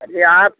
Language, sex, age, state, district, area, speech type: Hindi, male, 60+, Uttar Pradesh, Jaunpur, rural, conversation